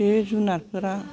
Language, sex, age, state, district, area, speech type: Bodo, female, 60+, Assam, Kokrajhar, urban, spontaneous